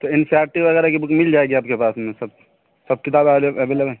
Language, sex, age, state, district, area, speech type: Urdu, male, 18-30, Uttar Pradesh, Saharanpur, urban, conversation